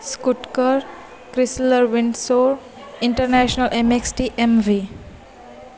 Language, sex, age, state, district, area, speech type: Marathi, female, 18-30, Maharashtra, Ratnagiri, rural, spontaneous